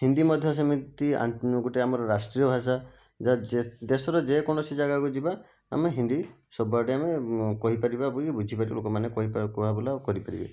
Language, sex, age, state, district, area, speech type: Odia, male, 60+, Odisha, Jajpur, rural, spontaneous